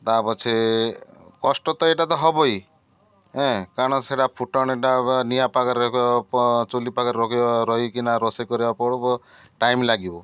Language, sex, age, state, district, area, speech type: Odia, male, 60+, Odisha, Malkangiri, urban, spontaneous